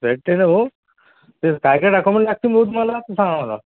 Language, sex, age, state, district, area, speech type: Marathi, male, 30-45, Maharashtra, Akola, rural, conversation